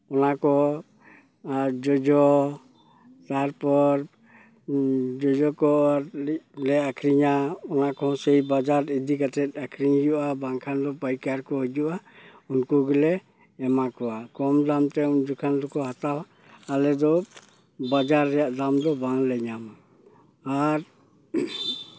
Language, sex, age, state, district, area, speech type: Santali, male, 60+, West Bengal, Purulia, rural, spontaneous